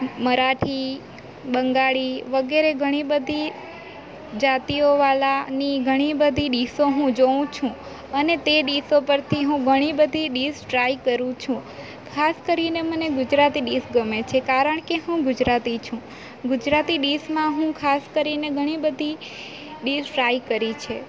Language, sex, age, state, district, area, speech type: Gujarati, female, 18-30, Gujarat, Valsad, rural, spontaneous